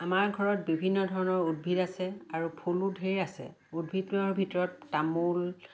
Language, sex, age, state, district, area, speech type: Assamese, female, 60+, Assam, Lakhimpur, urban, spontaneous